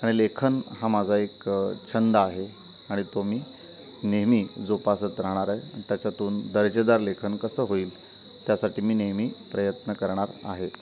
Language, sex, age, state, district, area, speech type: Marathi, male, 30-45, Maharashtra, Ratnagiri, rural, spontaneous